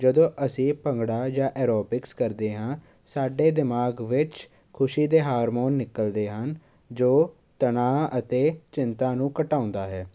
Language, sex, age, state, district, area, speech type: Punjabi, male, 18-30, Punjab, Jalandhar, urban, spontaneous